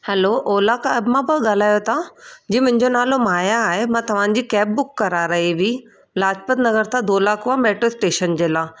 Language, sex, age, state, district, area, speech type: Sindhi, female, 30-45, Delhi, South Delhi, urban, spontaneous